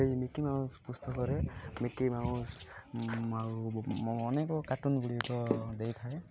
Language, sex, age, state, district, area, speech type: Odia, male, 18-30, Odisha, Malkangiri, urban, spontaneous